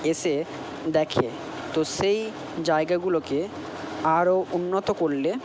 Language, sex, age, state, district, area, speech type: Bengali, male, 45-60, West Bengal, Purba Bardhaman, urban, spontaneous